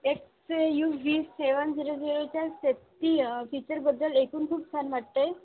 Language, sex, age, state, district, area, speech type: Marathi, female, 18-30, Maharashtra, Aurangabad, rural, conversation